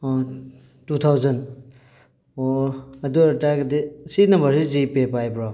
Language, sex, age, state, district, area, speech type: Manipuri, male, 18-30, Manipur, Thoubal, rural, spontaneous